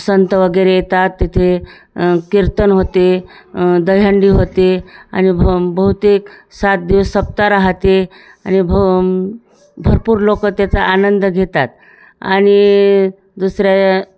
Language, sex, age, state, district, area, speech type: Marathi, female, 45-60, Maharashtra, Thane, rural, spontaneous